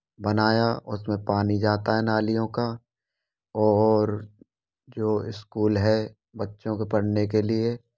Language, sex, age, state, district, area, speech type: Hindi, male, 18-30, Rajasthan, Bharatpur, rural, spontaneous